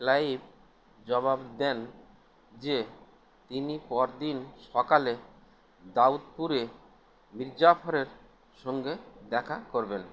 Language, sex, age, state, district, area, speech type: Bengali, male, 60+, West Bengal, Howrah, urban, read